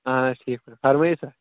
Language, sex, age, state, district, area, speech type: Kashmiri, male, 18-30, Jammu and Kashmir, Shopian, rural, conversation